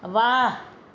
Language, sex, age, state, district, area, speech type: Sindhi, female, 60+, Gujarat, Surat, urban, read